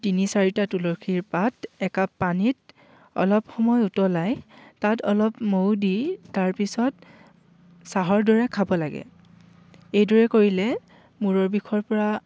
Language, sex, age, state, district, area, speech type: Assamese, male, 18-30, Assam, Dhemaji, rural, spontaneous